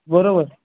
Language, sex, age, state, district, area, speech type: Marathi, male, 18-30, Maharashtra, Raigad, rural, conversation